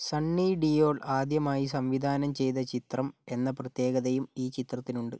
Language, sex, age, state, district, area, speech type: Malayalam, male, 45-60, Kerala, Kozhikode, urban, read